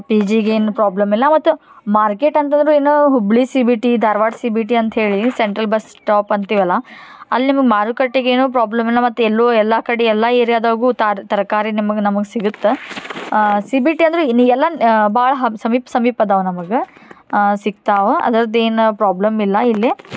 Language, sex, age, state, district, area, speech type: Kannada, female, 18-30, Karnataka, Dharwad, rural, spontaneous